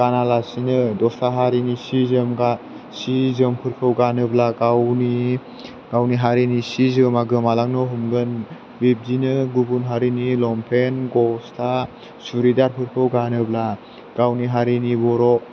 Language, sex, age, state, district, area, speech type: Bodo, male, 18-30, Assam, Chirang, rural, spontaneous